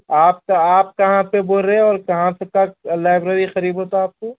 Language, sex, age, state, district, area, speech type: Urdu, male, 18-30, Telangana, Hyderabad, urban, conversation